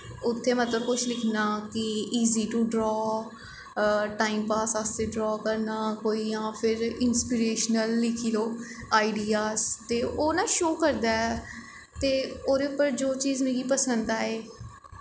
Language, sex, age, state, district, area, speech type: Dogri, female, 18-30, Jammu and Kashmir, Jammu, urban, spontaneous